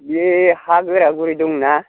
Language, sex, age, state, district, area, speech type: Bodo, male, 60+, Assam, Chirang, rural, conversation